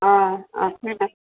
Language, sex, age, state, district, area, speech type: Assamese, female, 45-60, Assam, Tinsukia, urban, conversation